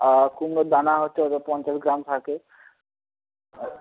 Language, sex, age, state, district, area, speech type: Bengali, male, 18-30, West Bengal, Darjeeling, rural, conversation